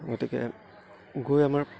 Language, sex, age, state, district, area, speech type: Assamese, male, 30-45, Assam, Udalguri, rural, spontaneous